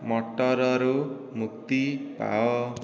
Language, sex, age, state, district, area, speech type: Odia, male, 18-30, Odisha, Dhenkanal, rural, read